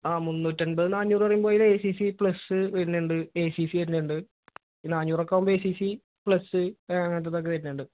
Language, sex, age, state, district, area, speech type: Malayalam, male, 18-30, Kerala, Malappuram, rural, conversation